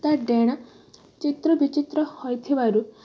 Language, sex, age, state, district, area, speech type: Odia, female, 18-30, Odisha, Balasore, rural, spontaneous